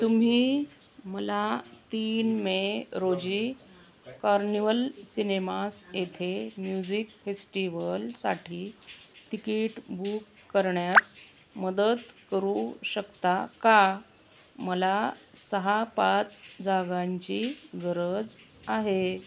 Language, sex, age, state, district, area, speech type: Marathi, female, 45-60, Maharashtra, Osmanabad, rural, read